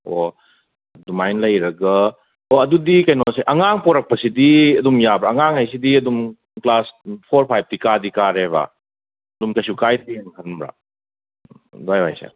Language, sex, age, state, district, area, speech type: Manipuri, male, 30-45, Manipur, Imphal West, urban, conversation